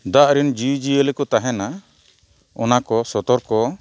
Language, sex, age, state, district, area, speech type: Santali, male, 45-60, Odisha, Mayurbhanj, rural, spontaneous